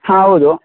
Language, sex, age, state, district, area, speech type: Kannada, male, 45-60, Karnataka, Tumkur, rural, conversation